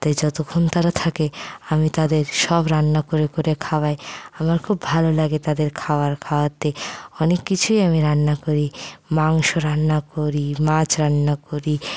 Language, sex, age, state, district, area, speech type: Bengali, female, 60+, West Bengal, Purulia, rural, spontaneous